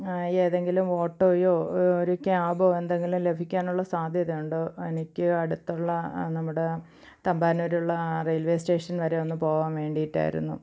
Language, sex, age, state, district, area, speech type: Malayalam, female, 45-60, Kerala, Thiruvananthapuram, rural, spontaneous